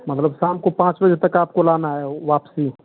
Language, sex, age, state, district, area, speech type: Hindi, male, 30-45, Uttar Pradesh, Mau, urban, conversation